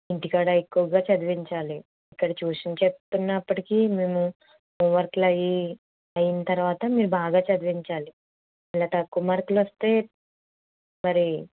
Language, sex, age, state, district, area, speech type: Telugu, female, 18-30, Andhra Pradesh, Eluru, rural, conversation